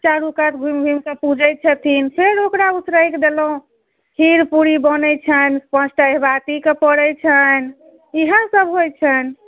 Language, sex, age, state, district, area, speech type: Maithili, female, 30-45, Bihar, Madhubani, rural, conversation